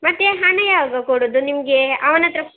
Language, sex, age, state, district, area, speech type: Kannada, female, 60+, Karnataka, Dakshina Kannada, rural, conversation